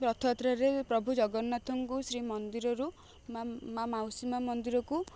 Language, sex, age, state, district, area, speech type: Odia, female, 18-30, Odisha, Kendujhar, urban, spontaneous